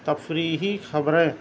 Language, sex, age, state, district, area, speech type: Urdu, male, 30-45, Delhi, South Delhi, urban, read